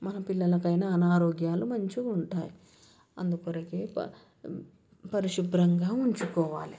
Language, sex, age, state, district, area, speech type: Telugu, female, 30-45, Telangana, Medchal, urban, spontaneous